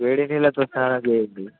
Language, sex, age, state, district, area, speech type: Telugu, male, 18-30, Telangana, Nalgonda, rural, conversation